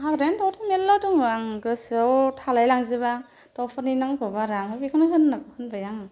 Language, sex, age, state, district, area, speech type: Bodo, female, 18-30, Assam, Kokrajhar, urban, spontaneous